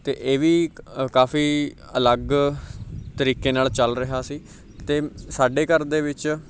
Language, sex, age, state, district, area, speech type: Punjabi, male, 18-30, Punjab, Bathinda, urban, spontaneous